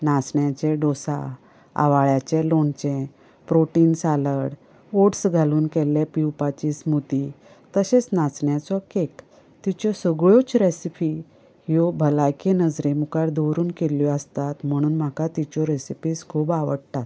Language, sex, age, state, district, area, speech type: Goan Konkani, female, 45-60, Goa, Canacona, rural, spontaneous